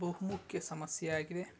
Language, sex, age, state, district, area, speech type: Kannada, male, 18-30, Karnataka, Tumkur, rural, spontaneous